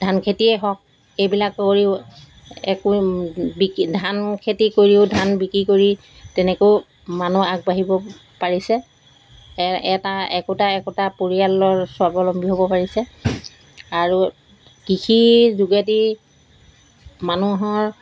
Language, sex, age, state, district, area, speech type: Assamese, female, 45-60, Assam, Golaghat, urban, spontaneous